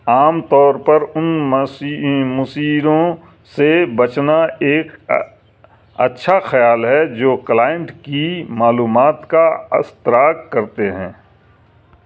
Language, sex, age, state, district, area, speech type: Urdu, male, 60+, Bihar, Supaul, rural, read